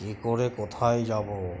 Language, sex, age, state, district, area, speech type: Bengali, male, 18-30, West Bengal, Uttar Dinajpur, rural, read